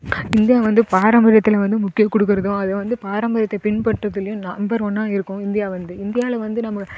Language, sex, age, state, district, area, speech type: Tamil, female, 18-30, Tamil Nadu, Namakkal, rural, spontaneous